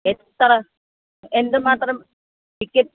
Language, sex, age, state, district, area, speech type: Malayalam, female, 60+, Kerala, Alappuzha, rural, conversation